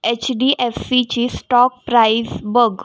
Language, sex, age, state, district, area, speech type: Marathi, female, 18-30, Maharashtra, Washim, rural, read